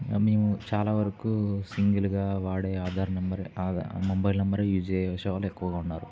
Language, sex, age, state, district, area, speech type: Telugu, male, 18-30, Andhra Pradesh, Kurnool, urban, spontaneous